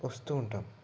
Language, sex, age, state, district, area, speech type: Telugu, male, 18-30, Telangana, Ranga Reddy, urban, spontaneous